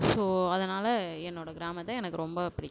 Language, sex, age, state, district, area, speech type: Tamil, female, 30-45, Tamil Nadu, Cuddalore, rural, spontaneous